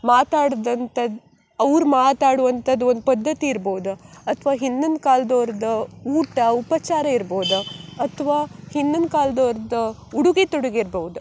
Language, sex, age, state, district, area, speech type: Kannada, female, 18-30, Karnataka, Uttara Kannada, rural, spontaneous